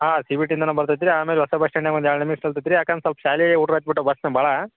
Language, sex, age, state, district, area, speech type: Kannada, male, 18-30, Karnataka, Dharwad, urban, conversation